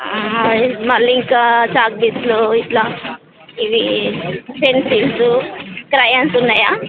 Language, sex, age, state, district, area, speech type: Telugu, female, 30-45, Telangana, Jagtial, rural, conversation